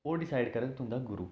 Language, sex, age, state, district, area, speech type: Dogri, male, 18-30, Jammu and Kashmir, Jammu, urban, spontaneous